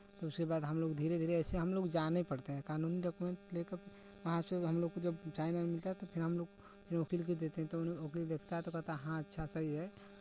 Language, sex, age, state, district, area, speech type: Hindi, male, 18-30, Uttar Pradesh, Chandauli, rural, spontaneous